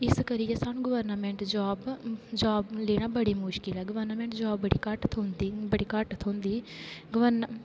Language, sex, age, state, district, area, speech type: Dogri, female, 18-30, Jammu and Kashmir, Kathua, rural, spontaneous